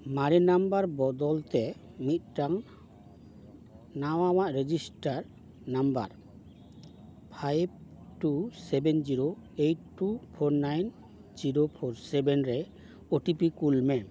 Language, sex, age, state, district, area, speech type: Santali, male, 45-60, West Bengal, Dakshin Dinajpur, rural, read